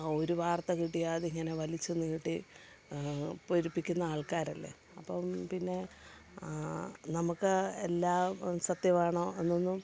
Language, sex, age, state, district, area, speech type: Malayalam, female, 45-60, Kerala, Kottayam, rural, spontaneous